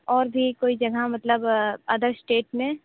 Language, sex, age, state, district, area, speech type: Hindi, female, 18-30, Uttar Pradesh, Sonbhadra, rural, conversation